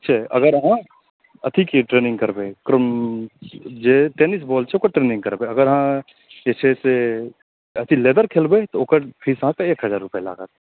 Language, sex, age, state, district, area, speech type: Maithili, male, 18-30, Bihar, Supaul, urban, conversation